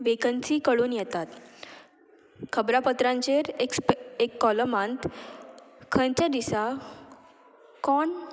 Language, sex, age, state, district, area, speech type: Goan Konkani, female, 18-30, Goa, Murmgao, urban, spontaneous